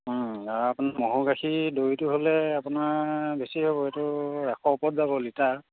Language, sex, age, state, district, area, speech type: Assamese, male, 45-60, Assam, Majuli, urban, conversation